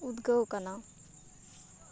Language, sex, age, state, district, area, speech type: Santali, female, 18-30, West Bengal, Purba Bardhaman, rural, spontaneous